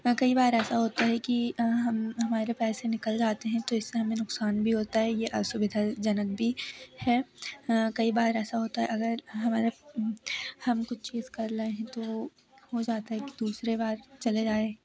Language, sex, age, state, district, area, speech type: Hindi, female, 18-30, Madhya Pradesh, Seoni, urban, spontaneous